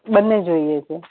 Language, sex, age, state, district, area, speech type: Gujarati, female, 45-60, Gujarat, Surat, urban, conversation